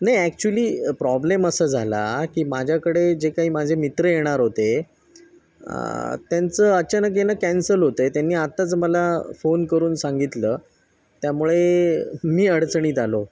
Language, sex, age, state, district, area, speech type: Marathi, male, 30-45, Maharashtra, Sindhudurg, rural, spontaneous